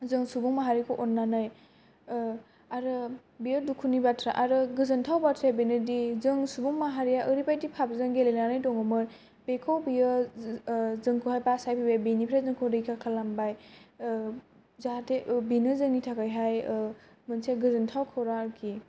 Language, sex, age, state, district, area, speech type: Bodo, female, 18-30, Assam, Kokrajhar, urban, spontaneous